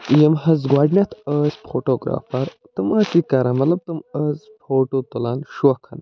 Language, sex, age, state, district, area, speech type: Kashmiri, male, 45-60, Jammu and Kashmir, Budgam, urban, spontaneous